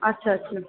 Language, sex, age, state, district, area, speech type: Bengali, female, 45-60, West Bengal, Purba Bardhaman, rural, conversation